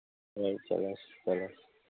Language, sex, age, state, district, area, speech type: Manipuri, male, 30-45, Manipur, Thoubal, rural, conversation